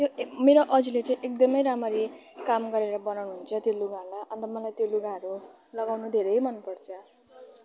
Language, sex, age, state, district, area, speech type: Nepali, female, 18-30, West Bengal, Jalpaiguri, rural, spontaneous